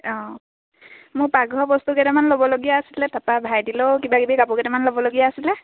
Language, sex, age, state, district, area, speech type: Assamese, female, 18-30, Assam, Lakhimpur, rural, conversation